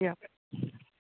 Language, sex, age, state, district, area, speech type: Goan Konkani, female, 18-30, Goa, Bardez, urban, conversation